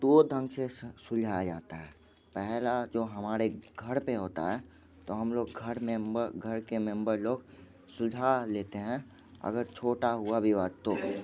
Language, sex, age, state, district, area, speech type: Hindi, male, 18-30, Bihar, Muzaffarpur, rural, spontaneous